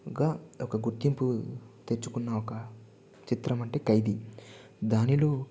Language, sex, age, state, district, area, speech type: Telugu, male, 18-30, Andhra Pradesh, Chittoor, urban, spontaneous